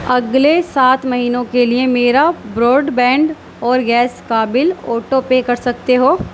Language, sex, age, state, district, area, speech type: Urdu, female, 18-30, Uttar Pradesh, Gautam Buddha Nagar, rural, read